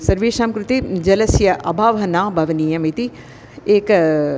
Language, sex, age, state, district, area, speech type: Sanskrit, female, 60+, Tamil Nadu, Thanjavur, urban, spontaneous